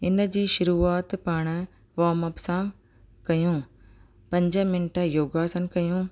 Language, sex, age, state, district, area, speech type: Sindhi, female, 45-60, Rajasthan, Ajmer, urban, spontaneous